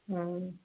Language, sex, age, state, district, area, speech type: Malayalam, female, 18-30, Kerala, Palakkad, rural, conversation